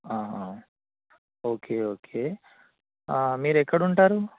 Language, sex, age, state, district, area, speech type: Telugu, male, 18-30, Telangana, Karimnagar, urban, conversation